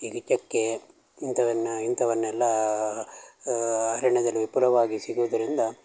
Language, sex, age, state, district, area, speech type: Kannada, male, 60+, Karnataka, Shimoga, rural, spontaneous